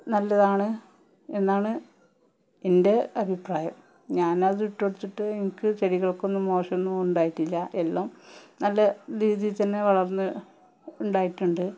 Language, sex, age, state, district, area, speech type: Malayalam, female, 30-45, Kerala, Malappuram, rural, spontaneous